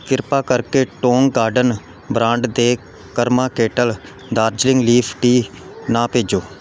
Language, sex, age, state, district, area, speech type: Punjabi, male, 30-45, Punjab, Pathankot, rural, read